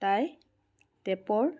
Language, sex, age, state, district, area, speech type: Assamese, female, 60+, Assam, Charaideo, urban, spontaneous